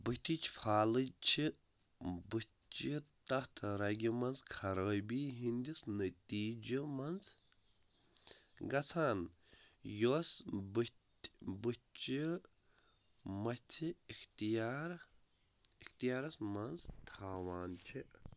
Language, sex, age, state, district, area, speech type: Kashmiri, male, 18-30, Jammu and Kashmir, Pulwama, urban, read